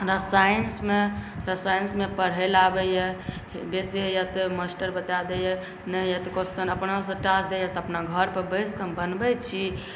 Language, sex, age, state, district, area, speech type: Maithili, male, 18-30, Bihar, Saharsa, rural, spontaneous